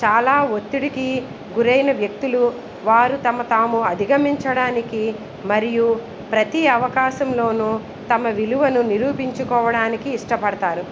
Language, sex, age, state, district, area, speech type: Telugu, female, 60+, Andhra Pradesh, Eluru, urban, spontaneous